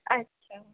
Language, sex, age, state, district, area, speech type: Urdu, female, 18-30, Uttar Pradesh, Gautam Buddha Nagar, urban, conversation